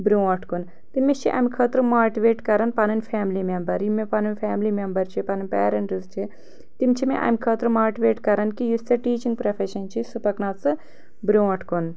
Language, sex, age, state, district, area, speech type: Kashmiri, female, 18-30, Jammu and Kashmir, Anantnag, urban, spontaneous